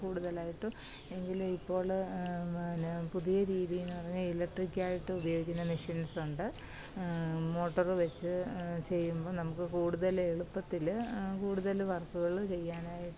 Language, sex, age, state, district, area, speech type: Malayalam, female, 30-45, Kerala, Kottayam, rural, spontaneous